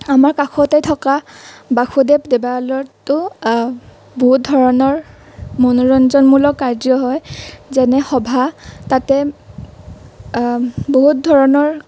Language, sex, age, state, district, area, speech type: Assamese, female, 18-30, Assam, Nalbari, rural, spontaneous